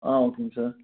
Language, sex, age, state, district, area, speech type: Tamil, male, 18-30, Tamil Nadu, Tiruchirappalli, rural, conversation